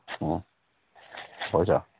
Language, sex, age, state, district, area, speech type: Manipuri, male, 45-60, Manipur, Churachandpur, rural, conversation